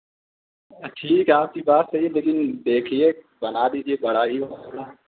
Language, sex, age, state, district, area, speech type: Urdu, male, 30-45, Uttar Pradesh, Azamgarh, rural, conversation